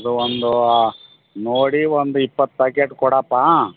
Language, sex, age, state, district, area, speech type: Kannada, male, 45-60, Karnataka, Bellary, rural, conversation